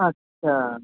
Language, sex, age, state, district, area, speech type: Nepali, female, 60+, West Bengal, Jalpaiguri, urban, conversation